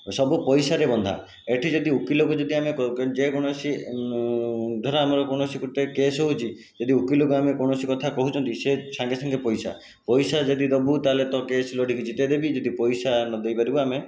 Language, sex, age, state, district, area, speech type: Odia, male, 45-60, Odisha, Jajpur, rural, spontaneous